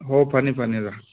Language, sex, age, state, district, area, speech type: Manipuri, male, 30-45, Manipur, Kangpokpi, urban, conversation